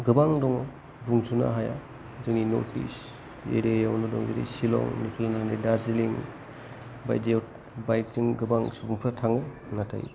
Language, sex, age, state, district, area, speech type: Bodo, male, 30-45, Assam, Kokrajhar, rural, spontaneous